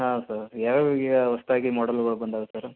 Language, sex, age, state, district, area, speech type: Kannada, male, 30-45, Karnataka, Gadag, urban, conversation